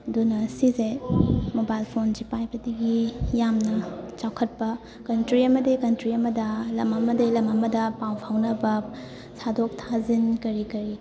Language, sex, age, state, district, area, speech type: Manipuri, female, 18-30, Manipur, Imphal West, rural, spontaneous